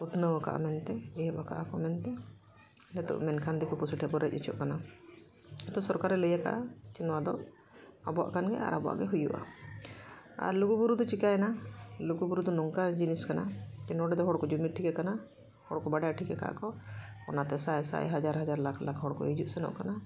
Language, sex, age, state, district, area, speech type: Santali, female, 45-60, Jharkhand, Bokaro, rural, spontaneous